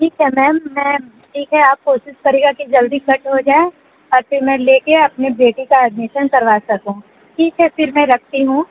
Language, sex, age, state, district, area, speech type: Hindi, female, 30-45, Uttar Pradesh, Sonbhadra, rural, conversation